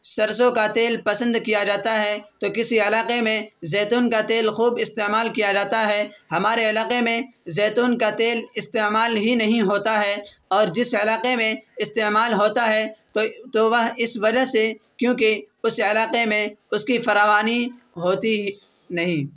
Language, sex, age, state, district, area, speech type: Urdu, male, 18-30, Bihar, Purnia, rural, spontaneous